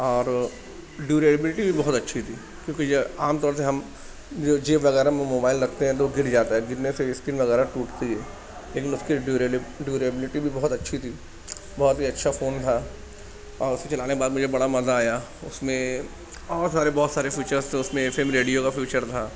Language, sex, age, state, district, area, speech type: Urdu, male, 45-60, Maharashtra, Nashik, urban, spontaneous